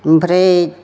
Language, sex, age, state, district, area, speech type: Bodo, female, 60+, Assam, Chirang, urban, spontaneous